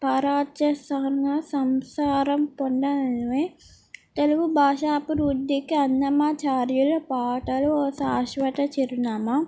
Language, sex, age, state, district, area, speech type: Telugu, female, 18-30, Telangana, Komaram Bheem, urban, spontaneous